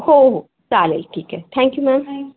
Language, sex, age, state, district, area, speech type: Marathi, female, 18-30, Maharashtra, Akola, urban, conversation